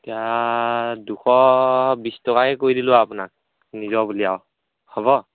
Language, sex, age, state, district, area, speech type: Assamese, male, 18-30, Assam, Majuli, urban, conversation